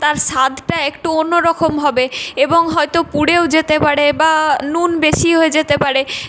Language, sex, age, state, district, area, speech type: Bengali, female, 18-30, West Bengal, Purulia, rural, spontaneous